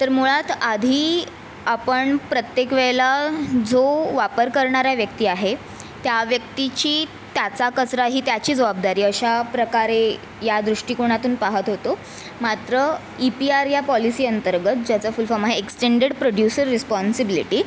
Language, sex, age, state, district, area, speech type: Marathi, female, 18-30, Maharashtra, Mumbai Suburban, urban, spontaneous